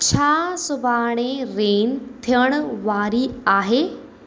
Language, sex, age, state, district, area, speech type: Sindhi, female, 18-30, Rajasthan, Ajmer, urban, read